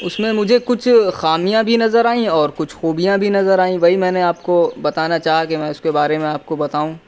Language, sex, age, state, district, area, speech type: Urdu, male, 18-30, Uttar Pradesh, Shahjahanpur, urban, spontaneous